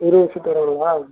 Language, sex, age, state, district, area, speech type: Tamil, male, 60+, Tamil Nadu, Dharmapuri, rural, conversation